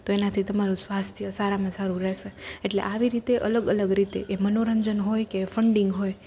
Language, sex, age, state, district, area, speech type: Gujarati, female, 18-30, Gujarat, Rajkot, urban, spontaneous